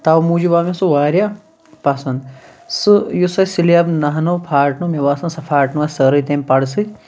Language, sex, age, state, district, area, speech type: Kashmiri, male, 30-45, Jammu and Kashmir, Shopian, rural, spontaneous